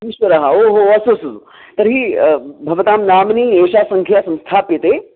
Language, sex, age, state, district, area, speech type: Sanskrit, male, 30-45, Kerala, Palakkad, urban, conversation